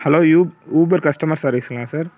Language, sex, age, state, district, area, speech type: Tamil, male, 30-45, Tamil Nadu, Cuddalore, rural, spontaneous